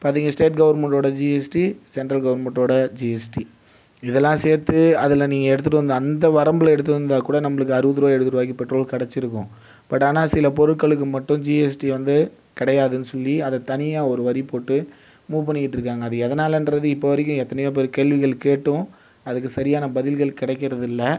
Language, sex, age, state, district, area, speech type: Tamil, male, 30-45, Tamil Nadu, Viluppuram, urban, spontaneous